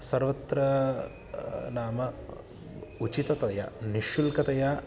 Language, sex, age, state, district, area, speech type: Sanskrit, male, 30-45, Karnataka, Bangalore Urban, urban, spontaneous